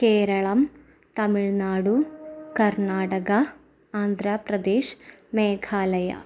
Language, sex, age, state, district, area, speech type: Malayalam, female, 18-30, Kerala, Ernakulam, rural, spontaneous